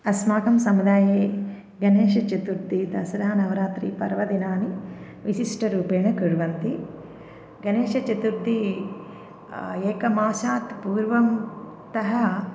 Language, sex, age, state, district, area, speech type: Sanskrit, female, 30-45, Andhra Pradesh, Bapatla, urban, spontaneous